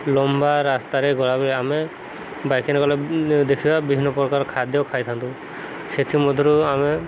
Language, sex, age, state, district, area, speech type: Odia, male, 18-30, Odisha, Subarnapur, urban, spontaneous